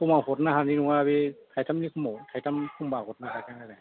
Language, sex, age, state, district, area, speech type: Bodo, male, 45-60, Assam, Chirang, urban, conversation